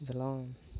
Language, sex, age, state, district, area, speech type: Tamil, male, 18-30, Tamil Nadu, Namakkal, rural, spontaneous